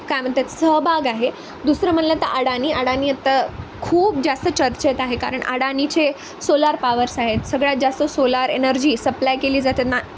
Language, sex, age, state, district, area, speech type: Marathi, female, 18-30, Maharashtra, Nanded, rural, spontaneous